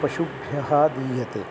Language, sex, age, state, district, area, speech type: Sanskrit, male, 60+, Karnataka, Uttara Kannada, urban, spontaneous